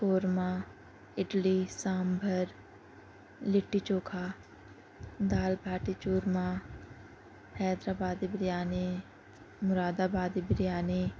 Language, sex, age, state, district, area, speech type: Urdu, female, 18-30, Delhi, Central Delhi, urban, spontaneous